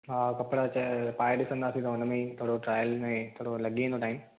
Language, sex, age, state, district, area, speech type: Sindhi, male, 18-30, Maharashtra, Thane, urban, conversation